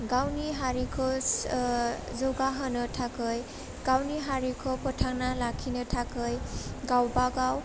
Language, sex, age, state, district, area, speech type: Bodo, female, 18-30, Assam, Chirang, urban, spontaneous